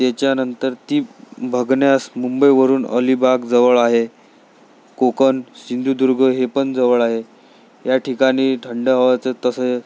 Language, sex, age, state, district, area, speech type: Marathi, male, 18-30, Maharashtra, Amravati, urban, spontaneous